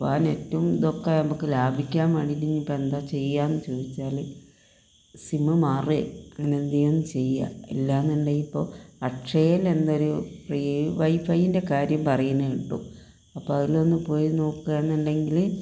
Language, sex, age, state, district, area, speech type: Malayalam, female, 45-60, Kerala, Palakkad, rural, spontaneous